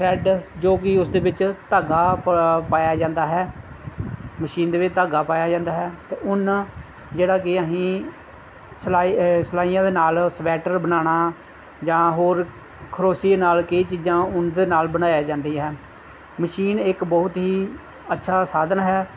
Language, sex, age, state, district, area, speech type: Punjabi, male, 30-45, Punjab, Pathankot, rural, spontaneous